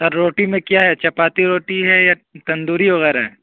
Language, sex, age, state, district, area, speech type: Urdu, male, 18-30, Uttar Pradesh, Saharanpur, urban, conversation